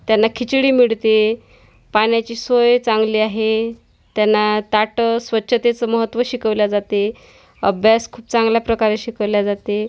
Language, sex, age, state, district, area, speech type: Marathi, female, 30-45, Maharashtra, Washim, rural, spontaneous